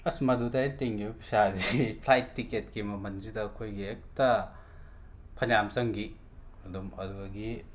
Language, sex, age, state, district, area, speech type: Manipuri, male, 60+, Manipur, Imphal West, urban, spontaneous